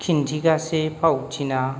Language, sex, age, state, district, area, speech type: Bodo, male, 45-60, Assam, Kokrajhar, rural, spontaneous